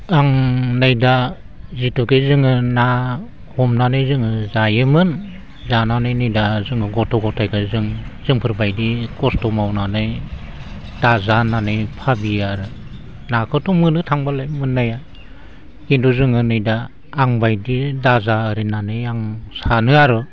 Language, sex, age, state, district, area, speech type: Bodo, male, 60+, Assam, Baksa, urban, spontaneous